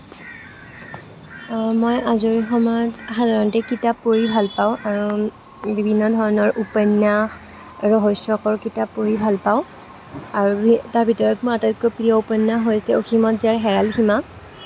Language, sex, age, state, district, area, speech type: Assamese, female, 18-30, Assam, Kamrup Metropolitan, urban, spontaneous